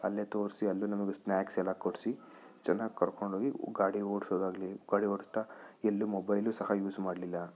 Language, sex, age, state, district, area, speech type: Kannada, male, 18-30, Karnataka, Chikkaballapur, urban, spontaneous